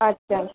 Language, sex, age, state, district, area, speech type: Bengali, female, 18-30, West Bengal, Kolkata, urban, conversation